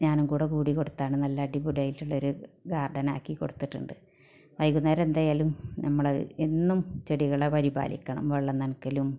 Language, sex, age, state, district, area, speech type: Malayalam, female, 45-60, Kerala, Malappuram, rural, spontaneous